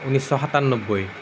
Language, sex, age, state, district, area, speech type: Assamese, male, 18-30, Assam, Nalbari, rural, spontaneous